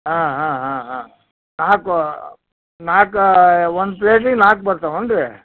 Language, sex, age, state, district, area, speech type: Kannada, male, 60+, Karnataka, Koppal, rural, conversation